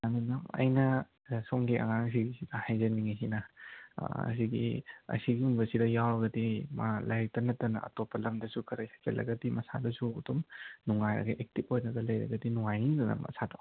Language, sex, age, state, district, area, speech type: Manipuri, male, 18-30, Manipur, Kangpokpi, urban, conversation